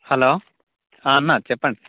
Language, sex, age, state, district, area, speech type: Telugu, male, 18-30, Telangana, Mancherial, rural, conversation